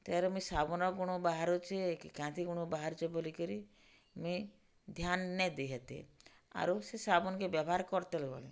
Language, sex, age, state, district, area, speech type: Odia, female, 45-60, Odisha, Bargarh, urban, spontaneous